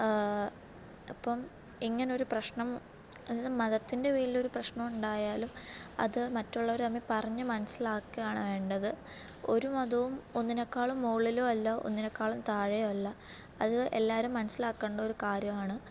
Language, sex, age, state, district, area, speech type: Malayalam, female, 18-30, Kerala, Alappuzha, rural, spontaneous